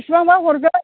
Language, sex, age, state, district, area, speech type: Bodo, female, 60+, Assam, Chirang, rural, conversation